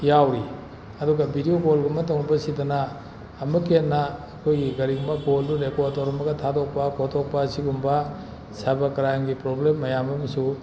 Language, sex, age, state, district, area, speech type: Manipuri, male, 60+, Manipur, Thoubal, rural, spontaneous